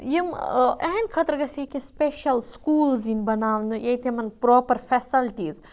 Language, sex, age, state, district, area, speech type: Kashmiri, other, 18-30, Jammu and Kashmir, Budgam, rural, spontaneous